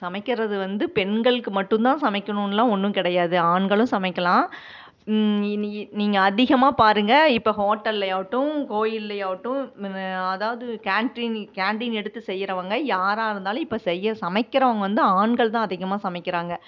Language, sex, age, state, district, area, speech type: Tamil, female, 45-60, Tamil Nadu, Namakkal, rural, spontaneous